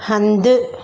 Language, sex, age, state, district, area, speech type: Sindhi, female, 60+, Maharashtra, Mumbai Suburban, urban, read